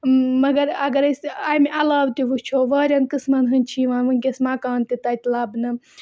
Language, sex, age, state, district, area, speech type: Kashmiri, female, 18-30, Jammu and Kashmir, Budgam, rural, spontaneous